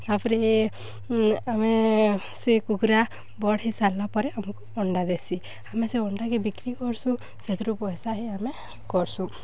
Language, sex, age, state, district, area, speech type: Odia, female, 18-30, Odisha, Balangir, urban, spontaneous